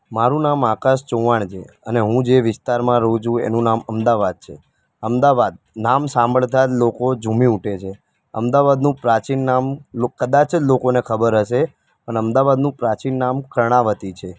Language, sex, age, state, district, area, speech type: Gujarati, male, 18-30, Gujarat, Ahmedabad, urban, spontaneous